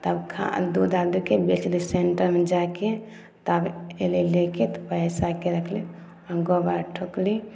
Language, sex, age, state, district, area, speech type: Maithili, female, 18-30, Bihar, Samastipur, rural, spontaneous